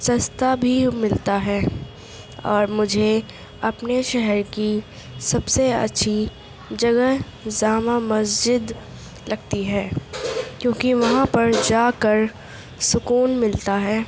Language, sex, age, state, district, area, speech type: Urdu, female, 18-30, Uttar Pradesh, Gautam Buddha Nagar, rural, spontaneous